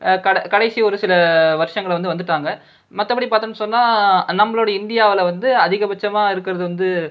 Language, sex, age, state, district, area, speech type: Tamil, male, 30-45, Tamil Nadu, Cuddalore, urban, spontaneous